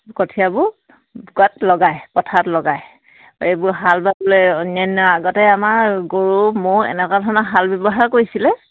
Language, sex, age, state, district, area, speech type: Assamese, female, 45-60, Assam, Charaideo, rural, conversation